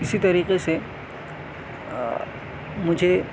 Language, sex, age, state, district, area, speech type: Urdu, male, 18-30, Delhi, South Delhi, urban, spontaneous